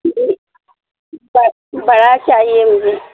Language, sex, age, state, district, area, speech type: Urdu, female, 45-60, Bihar, Supaul, rural, conversation